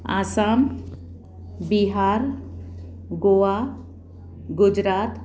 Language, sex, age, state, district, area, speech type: Sindhi, female, 45-60, Maharashtra, Mumbai Suburban, urban, spontaneous